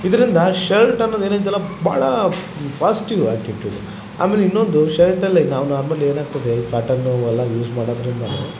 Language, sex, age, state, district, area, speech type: Kannada, male, 30-45, Karnataka, Vijayanagara, rural, spontaneous